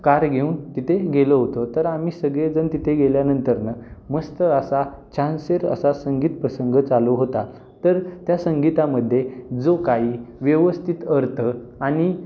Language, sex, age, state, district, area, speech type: Marathi, male, 18-30, Maharashtra, Pune, urban, spontaneous